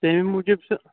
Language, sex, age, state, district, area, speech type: Kashmiri, male, 18-30, Jammu and Kashmir, Kulgam, rural, conversation